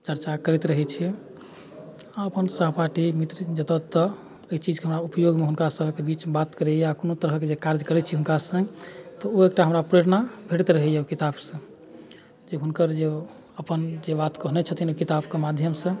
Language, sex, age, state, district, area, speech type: Maithili, male, 30-45, Bihar, Madhubani, rural, spontaneous